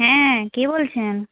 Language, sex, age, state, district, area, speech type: Bengali, female, 30-45, West Bengal, Paschim Medinipur, rural, conversation